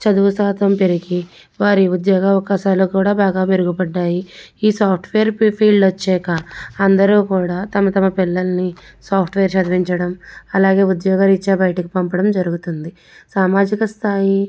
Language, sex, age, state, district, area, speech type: Telugu, female, 18-30, Andhra Pradesh, Konaseema, rural, spontaneous